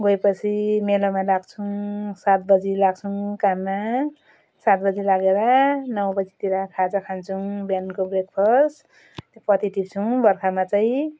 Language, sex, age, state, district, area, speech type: Nepali, female, 45-60, West Bengal, Jalpaiguri, rural, spontaneous